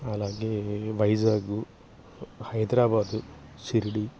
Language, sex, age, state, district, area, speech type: Telugu, male, 30-45, Andhra Pradesh, Alluri Sitarama Raju, urban, spontaneous